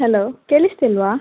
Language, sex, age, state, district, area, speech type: Kannada, female, 18-30, Karnataka, Udupi, rural, conversation